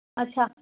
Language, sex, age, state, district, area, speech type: Sindhi, female, 30-45, Gujarat, Kutch, urban, conversation